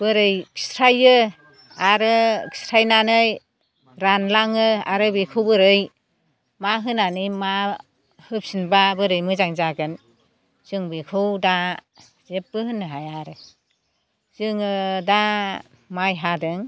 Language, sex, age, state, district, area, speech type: Bodo, female, 60+, Assam, Chirang, rural, spontaneous